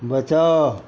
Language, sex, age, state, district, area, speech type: Maithili, male, 60+, Bihar, Madhepura, rural, read